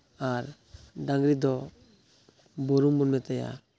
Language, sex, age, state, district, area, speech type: Santali, male, 18-30, West Bengal, Purulia, rural, spontaneous